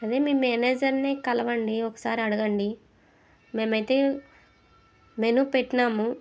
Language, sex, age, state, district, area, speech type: Telugu, female, 45-60, Andhra Pradesh, Kurnool, rural, spontaneous